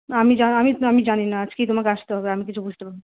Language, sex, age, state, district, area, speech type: Bengali, female, 18-30, West Bengal, Purulia, rural, conversation